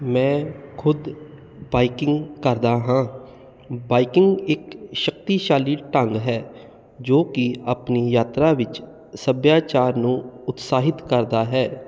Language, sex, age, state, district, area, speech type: Punjabi, male, 30-45, Punjab, Jalandhar, urban, spontaneous